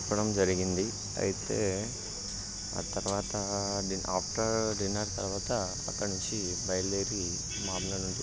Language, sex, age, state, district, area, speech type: Telugu, male, 30-45, Telangana, Siddipet, rural, spontaneous